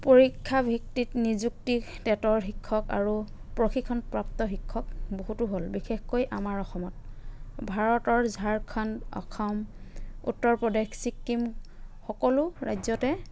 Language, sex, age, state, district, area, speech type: Assamese, female, 30-45, Assam, Dhemaji, rural, spontaneous